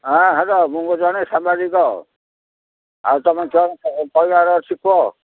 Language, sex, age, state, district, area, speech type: Odia, male, 60+, Odisha, Gajapati, rural, conversation